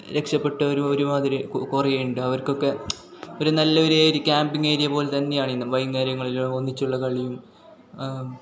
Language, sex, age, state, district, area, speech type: Malayalam, male, 18-30, Kerala, Kasaragod, rural, spontaneous